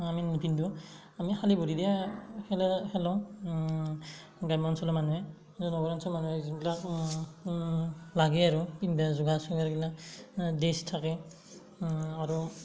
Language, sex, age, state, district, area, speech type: Assamese, male, 18-30, Assam, Darrang, rural, spontaneous